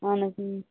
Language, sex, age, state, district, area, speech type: Kashmiri, female, 18-30, Jammu and Kashmir, Bandipora, rural, conversation